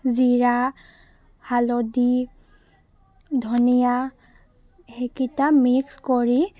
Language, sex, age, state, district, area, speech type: Assamese, female, 30-45, Assam, Charaideo, urban, spontaneous